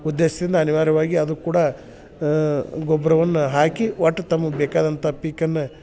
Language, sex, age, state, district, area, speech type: Kannada, male, 45-60, Karnataka, Dharwad, rural, spontaneous